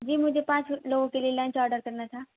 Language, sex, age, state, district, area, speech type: Urdu, female, 18-30, Uttar Pradesh, Mau, urban, conversation